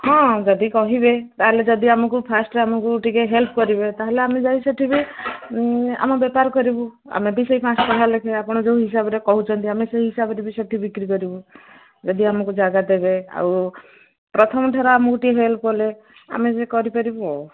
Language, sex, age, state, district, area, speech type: Odia, female, 60+, Odisha, Gajapati, rural, conversation